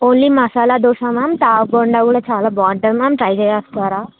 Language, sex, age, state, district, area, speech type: Telugu, female, 18-30, Telangana, Sangareddy, urban, conversation